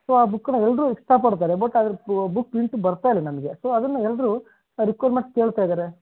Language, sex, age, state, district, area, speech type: Kannada, male, 18-30, Karnataka, Bellary, rural, conversation